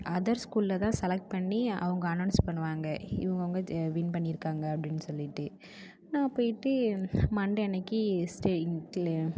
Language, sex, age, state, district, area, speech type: Tamil, female, 18-30, Tamil Nadu, Mayiladuthurai, urban, spontaneous